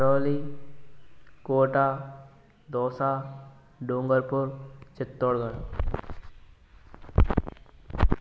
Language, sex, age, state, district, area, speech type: Hindi, male, 18-30, Rajasthan, Bharatpur, rural, spontaneous